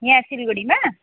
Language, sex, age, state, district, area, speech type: Nepali, female, 45-60, West Bengal, Darjeeling, rural, conversation